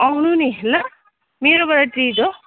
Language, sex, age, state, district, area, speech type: Nepali, female, 30-45, West Bengal, Alipurduar, urban, conversation